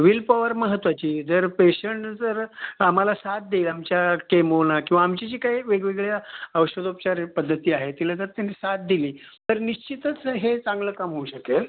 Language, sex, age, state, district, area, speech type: Marathi, male, 45-60, Maharashtra, Raigad, rural, conversation